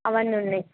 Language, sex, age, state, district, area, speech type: Telugu, female, 18-30, Telangana, Jangaon, rural, conversation